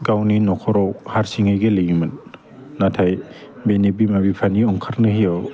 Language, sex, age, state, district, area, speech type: Bodo, male, 18-30, Assam, Udalguri, urban, spontaneous